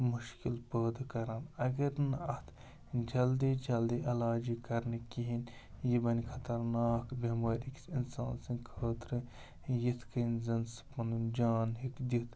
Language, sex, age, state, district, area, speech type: Kashmiri, male, 30-45, Jammu and Kashmir, Srinagar, urban, spontaneous